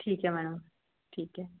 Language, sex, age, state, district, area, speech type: Punjabi, female, 30-45, Punjab, Rupnagar, urban, conversation